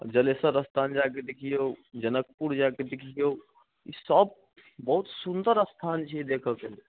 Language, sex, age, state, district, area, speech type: Maithili, male, 30-45, Bihar, Muzaffarpur, rural, conversation